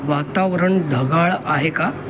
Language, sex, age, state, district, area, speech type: Marathi, male, 30-45, Maharashtra, Mumbai Suburban, urban, read